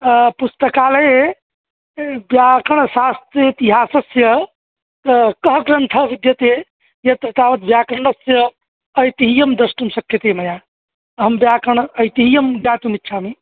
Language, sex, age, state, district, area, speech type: Sanskrit, male, 45-60, Uttar Pradesh, Mirzapur, urban, conversation